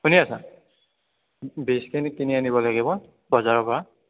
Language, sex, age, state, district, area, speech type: Assamese, male, 30-45, Assam, Biswanath, rural, conversation